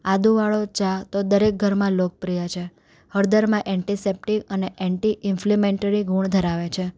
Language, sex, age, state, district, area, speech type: Gujarati, female, 18-30, Gujarat, Anand, urban, spontaneous